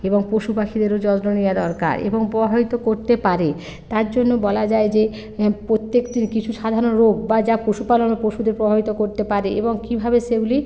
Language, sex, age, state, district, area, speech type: Bengali, female, 45-60, West Bengal, Hooghly, rural, spontaneous